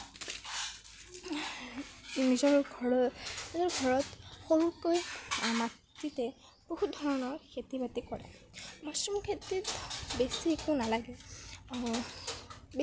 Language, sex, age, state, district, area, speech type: Assamese, female, 18-30, Assam, Kamrup Metropolitan, urban, spontaneous